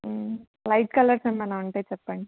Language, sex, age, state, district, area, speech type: Telugu, female, 18-30, Telangana, Adilabad, urban, conversation